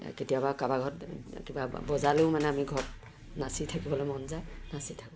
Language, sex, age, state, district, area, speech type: Assamese, female, 60+, Assam, Kamrup Metropolitan, rural, spontaneous